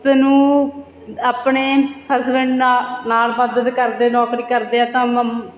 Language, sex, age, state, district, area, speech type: Punjabi, female, 30-45, Punjab, Bathinda, rural, spontaneous